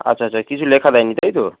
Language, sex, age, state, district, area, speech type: Bengali, male, 45-60, West Bengal, Dakshin Dinajpur, rural, conversation